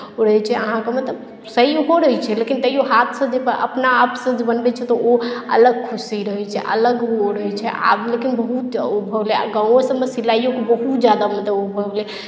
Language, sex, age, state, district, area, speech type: Maithili, female, 18-30, Bihar, Madhubani, rural, spontaneous